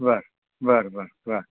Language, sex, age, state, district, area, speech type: Marathi, male, 60+, Maharashtra, Mumbai Suburban, urban, conversation